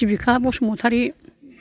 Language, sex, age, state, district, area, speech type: Bodo, female, 60+, Assam, Kokrajhar, rural, spontaneous